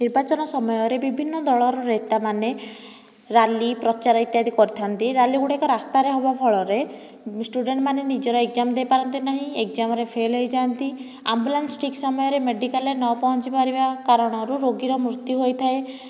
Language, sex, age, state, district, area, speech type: Odia, female, 18-30, Odisha, Nayagarh, rural, spontaneous